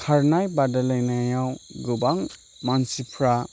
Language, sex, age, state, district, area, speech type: Bodo, male, 30-45, Assam, Chirang, urban, spontaneous